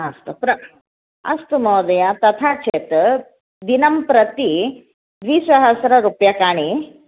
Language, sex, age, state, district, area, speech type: Sanskrit, female, 30-45, Karnataka, Shimoga, urban, conversation